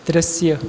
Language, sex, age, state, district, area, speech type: Hindi, male, 18-30, Rajasthan, Jodhpur, urban, read